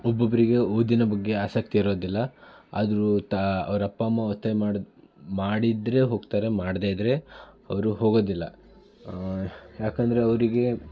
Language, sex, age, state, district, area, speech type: Kannada, male, 18-30, Karnataka, Shimoga, rural, spontaneous